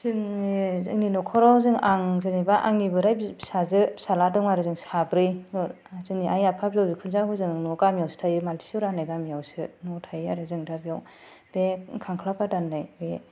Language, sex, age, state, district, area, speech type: Bodo, female, 30-45, Assam, Kokrajhar, rural, spontaneous